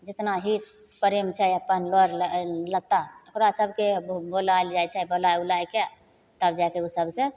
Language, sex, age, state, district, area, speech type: Maithili, female, 45-60, Bihar, Begusarai, rural, spontaneous